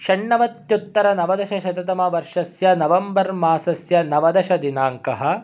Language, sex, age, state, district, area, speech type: Sanskrit, male, 30-45, Karnataka, Shimoga, urban, spontaneous